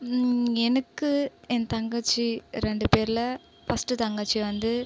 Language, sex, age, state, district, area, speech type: Tamil, female, 30-45, Tamil Nadu, Viluppuram, rural, spontaneous